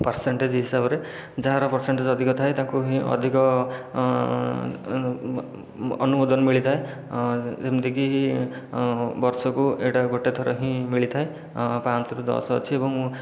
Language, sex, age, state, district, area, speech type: Odia, male, 30-45, Odisha, Khordha, rural, spontaneous